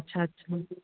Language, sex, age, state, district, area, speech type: Urdu, female, 30-45, Uttar Pradesh, Rampur, urban, conversation